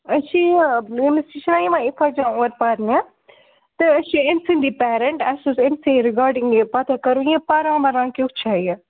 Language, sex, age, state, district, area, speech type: Kashmiri, female, 18-30, Jammu and Kashmir, Srinagar, urban, conversation